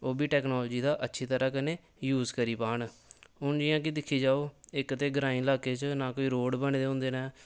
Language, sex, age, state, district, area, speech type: Dogri, male, 18-30, Jammu and Kashmir, Samba, urban, spontaneous